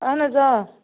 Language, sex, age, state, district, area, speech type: Kashmiri, female, 45-60, Jammu and Kashmir, Baramulla, rural, conversation